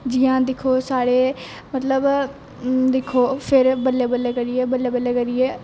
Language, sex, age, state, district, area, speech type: Dogri, female, 18-30, Jammu and Kashmir, Jammu, urban, spontaneous